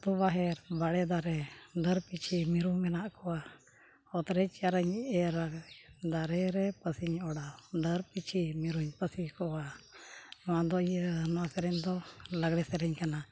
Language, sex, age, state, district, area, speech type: Santali, female, 60+, Odisha, Mayurbhanj, rural, spontaneous